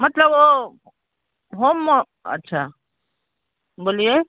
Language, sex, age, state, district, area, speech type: Hindi, female, 45-60, Bihar, Darbhanga, rural, conversation